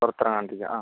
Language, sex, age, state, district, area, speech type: Malayalam, male, 30-45, Kerala, Wayanad, rural, conversation